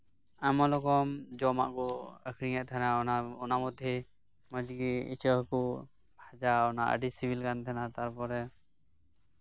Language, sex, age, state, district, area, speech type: Santali, male, 18-30, West Bengal, Birbhum, rural, spontaneous